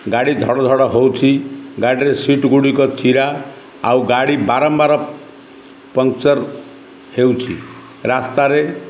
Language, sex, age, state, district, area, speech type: Odia, male, 60+, Odisha, Ganjam, urban, spontaneous